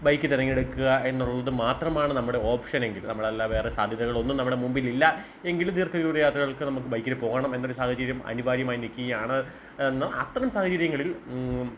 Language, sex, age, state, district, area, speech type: Malayalam, male, 18-30, Kerala, Kottayam, rural, spontaneous